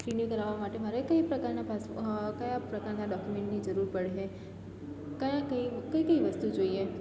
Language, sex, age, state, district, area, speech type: Gujarati, female, 18-30, Gujarat, Surat, rural, spontaneous